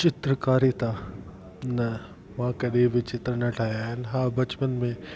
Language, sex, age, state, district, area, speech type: Sindhi, male, 45-60, Delhi, South Delhi, urban, spontaneous